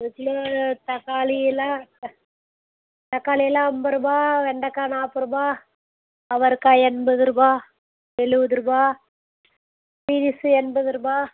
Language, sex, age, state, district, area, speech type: Tamil, female, 30-45, Tamil Nadu, Tirupattur, rural, conversation